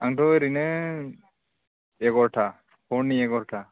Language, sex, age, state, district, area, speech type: Bodo, male, 18-30, Assam, Kokrajhar, rural, conversation